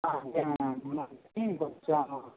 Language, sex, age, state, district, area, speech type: Telugu, male, 18-30, Andhra Pradesh, Srikakulam, urban, conversation